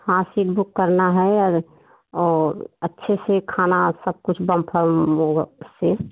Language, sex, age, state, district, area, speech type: Hindi, female, 30-45, Uttar Pradesh, Prayagraj, rural, conversation